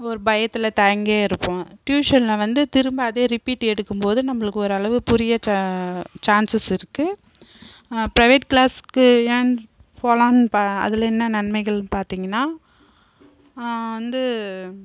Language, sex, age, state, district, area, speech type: Tamil, female, 30-45, Tamil Nadu, Kallakurichi, rural, spontaneous